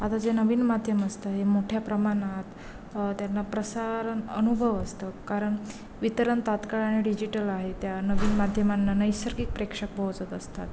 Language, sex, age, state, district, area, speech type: Marathi, female, 18-30, Maharashtra, Ratnagiri, rural, spontaneous